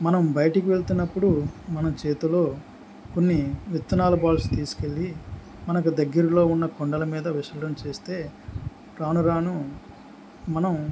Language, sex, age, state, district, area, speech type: Telugu, male, 45-60, Andhra Pradesh, Anakapalli, rural, spontaneous